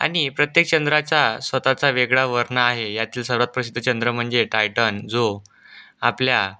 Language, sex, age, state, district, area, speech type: Marathi, male, 18-30, Maharashtra, Aurangabad, rural, spontaneous